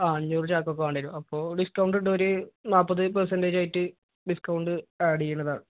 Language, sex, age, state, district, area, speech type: Malayalam, male, 18-30, Kerala, Malappuram, rural, conversation